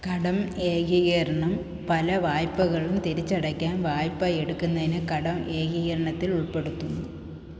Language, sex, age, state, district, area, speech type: Malayalam, female, 45-60, Kerala, Thiruvananthapuram, urban, read